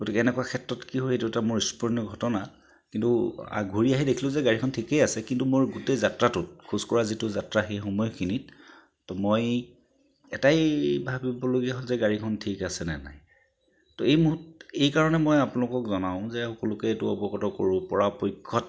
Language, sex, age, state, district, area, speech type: Assamese, male, 45-60, Assam, Charaideo, urban, spontaneous